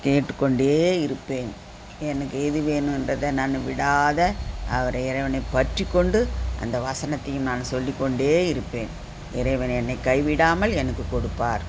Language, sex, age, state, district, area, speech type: Tamil, female, 60+, Tamil Nadu, Viluppuram, rural, spontaneous